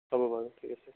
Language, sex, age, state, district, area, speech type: Assamese, male, 45-60, Assam, Nagaon, rural, conversation